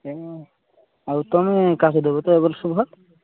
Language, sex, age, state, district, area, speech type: Odia, male, 18-30, Odisha, Koraput, urban, conversation